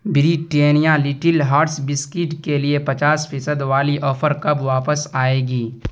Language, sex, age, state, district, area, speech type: Urdu, male, 18-30, Bihar, Darbhanga, rural, read